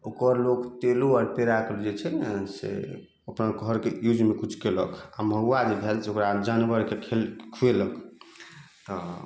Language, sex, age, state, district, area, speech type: Maithili, male, 30-45, Bihar, Samastipur, rural, spontaneous